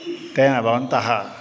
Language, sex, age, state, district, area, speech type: Sanskrit, male, 60+, Tamil Nadu, Tiruchirappalli, urban, spontaneous